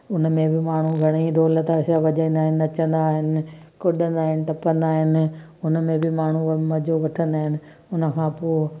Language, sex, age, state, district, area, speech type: Sindhi, female, 45-60, Gujarat, Kutch, rural, spontaneous